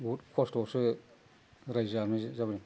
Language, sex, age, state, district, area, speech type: Bodo, male, 60+, Assam, Udalguri, rural, spontaneous